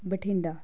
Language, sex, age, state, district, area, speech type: Punjabi, female, 18-30, Punjab, Patiala, rural, spontaneous